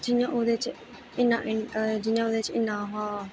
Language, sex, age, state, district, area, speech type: Dogri, female, 18-30, Jammu and Kashmir, Kathua, rural, spontaneous